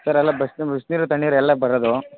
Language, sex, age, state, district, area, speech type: Kannada, male, 18-30, Karnataka, Chamarajanagar, rural, conversation